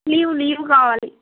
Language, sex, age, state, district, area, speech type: Telugu, female, 18-30, Andhra Pradesh, Visakhapatnam, urban, conversation